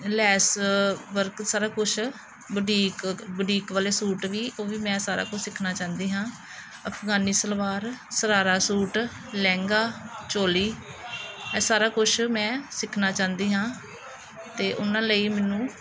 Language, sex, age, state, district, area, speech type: Punjabi, female, 30-45, Punjab, Gurdaspur, urban, spontaneous